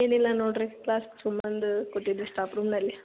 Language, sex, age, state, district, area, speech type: Kannada, female, 30-45, Karnataka, Gadag, rural, conversation